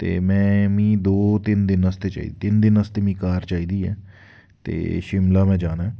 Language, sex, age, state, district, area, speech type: Dogri, male, 30-45, Jammu and Kashmir, Udhampur, rural, spontaneous